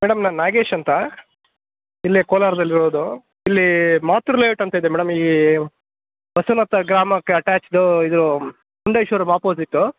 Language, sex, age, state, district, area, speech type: Kannada, male, 30-45, Karnataka, Kolar, rural, conversation